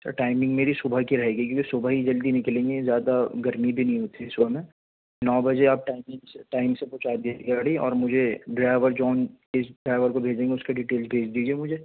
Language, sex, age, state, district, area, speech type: Urdu, male, 18-30, Delhi, Central Delhi, urban, conversation